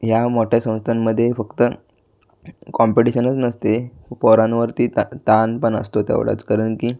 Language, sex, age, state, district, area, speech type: Marathi, male, 18-30, Maharashtra, Raigad, rural, spontaneous